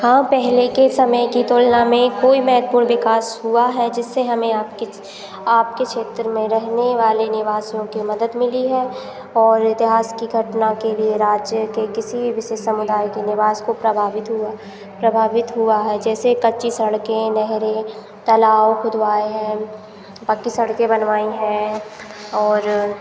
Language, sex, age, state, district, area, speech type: Hindi, female, 18-30, Madhya Pradesh, Hoshangabad, rural, spontaneous